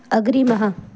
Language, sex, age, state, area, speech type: Sanskrit, female, 18-30, Goa, urban, read